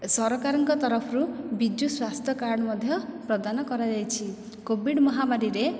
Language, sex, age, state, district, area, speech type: Odia, female, 30-45, Odisha, Dhenkanal, rural, spontaneous